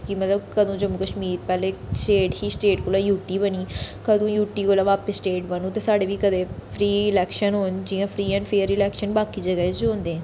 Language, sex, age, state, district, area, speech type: Dogri, female, 30-45, Jammu and Kashmir, Reasi, urban, spontaneous